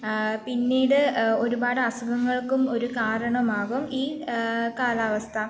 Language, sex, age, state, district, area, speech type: Malayalam, female, 18-30, Kerala, Pathanamthitta, rural, spontaneous